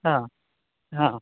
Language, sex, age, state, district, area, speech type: Odia, male, 45-60, Odisha, Nuapada, urban, conversation